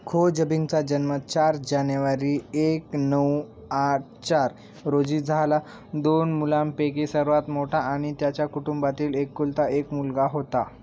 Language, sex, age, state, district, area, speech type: Marathi, male, 18-30, Maharashtra, Nanded, rural, read